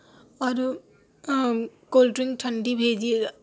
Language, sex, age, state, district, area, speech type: Urdu, female, 45-60, Uttar Pradesh, Aligarh, rural, spontaneous